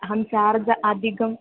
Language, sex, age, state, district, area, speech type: Sanskrit, female, 18-30, Kerala, Thrissur, urban, conversation